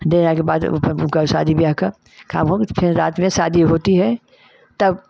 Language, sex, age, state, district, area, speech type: Hindi, female, 60+, Uttar Pradesh, Ghazipur, rural, spontaneous